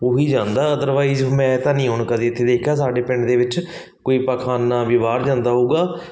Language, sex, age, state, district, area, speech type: Punjabi, male, 30-45, Punjab, Barnala, rural, spontaneous